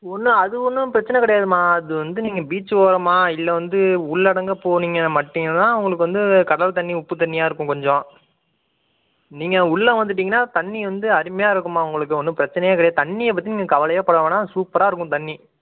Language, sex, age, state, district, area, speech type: Tamil, male, 18-30, Tamil Nadu, Nagapattinam, rural, conversation